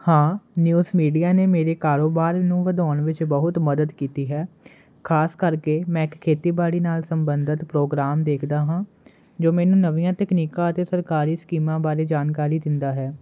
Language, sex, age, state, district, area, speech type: Punjabi, male, 18-30, Punjab, Kapurthala, urban, spontaneous